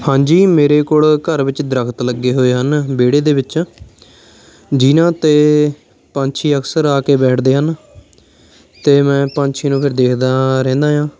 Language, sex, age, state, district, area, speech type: Punjabi, male, 18-30, Punjab, Fatehgarh Sahib, urban, spontaneous